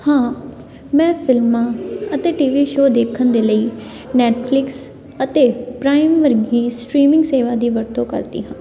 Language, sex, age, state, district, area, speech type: Punjabi, female, 18-30, Punjab, Tarn Taran, urban, spontaneous